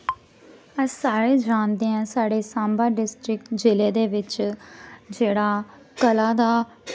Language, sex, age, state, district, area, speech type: Dogri, female, 18-30, Jammu and Kashmir, Samba, urban, spontaneous